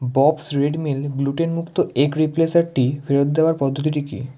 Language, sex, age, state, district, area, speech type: Bengali, male, 18-30, West Bengal, South 24 Parganas, rural, read